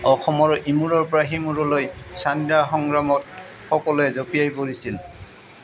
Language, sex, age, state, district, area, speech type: Assamese, male, 60+, Assam, Goalpara, urban, spontaneous